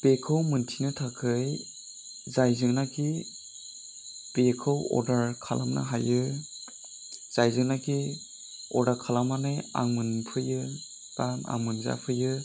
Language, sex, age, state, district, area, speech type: Bodo, male, 18-30, Assam, Chirang, urban, spontaneous